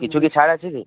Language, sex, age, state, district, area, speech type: Bengali, male, 18-30, West Bengal, Uttar Dinajpur, urban, conversation